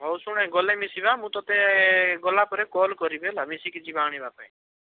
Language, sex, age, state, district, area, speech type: Odia, male, 18-30, Odisha, Bhadrak, rural, conversation